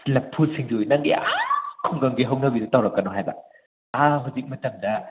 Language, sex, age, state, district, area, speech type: Manipuri, male, 45-60, Manipur, Imphal West, urban, conversation